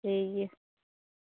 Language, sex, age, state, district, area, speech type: Santali, female, 18-30, West Bengal, Malda, rural, conversation